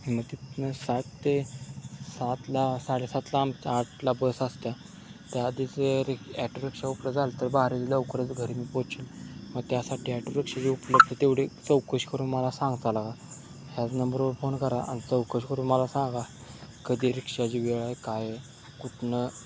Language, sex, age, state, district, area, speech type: Marathi, male, 18-30, Maharashtra, Sangli, rural, spontaneous